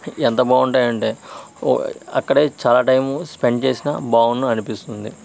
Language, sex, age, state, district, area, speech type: Telugu, male, 45-60, Andhra Pradesh, Vizianagaram, rural, spontaneous